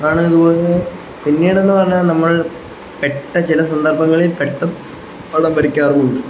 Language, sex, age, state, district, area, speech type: Malayalam, male, 30-45, Kerala, Wayanad, rural, spontaneous